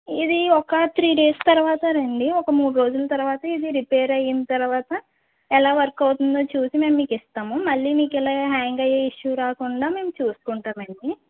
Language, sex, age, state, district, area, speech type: Telugu, female, 30-45, Andhra Pradesh, West Godavari, rural, conversation